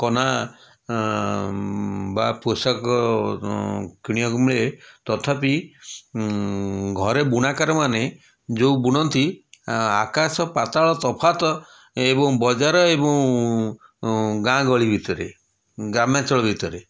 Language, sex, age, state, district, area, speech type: Odia, male, 60+, Odisha, Puri, urban, spontaneous